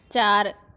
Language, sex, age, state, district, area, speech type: Punjabi, female, 18-30, Punjab, Mansa, rural, read